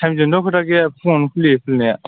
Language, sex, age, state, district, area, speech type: Bodo, male, 18-30, Assam, Udalguri, urban, conversation